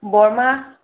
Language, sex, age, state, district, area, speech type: Assamese, female, 30-45, Assam, Sonitpur, rural, conversation